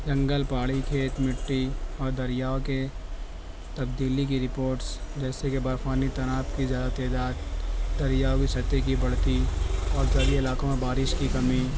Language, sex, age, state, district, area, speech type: Urdu, male, 60+, Maharashtra, Nashik, rural, spontaneous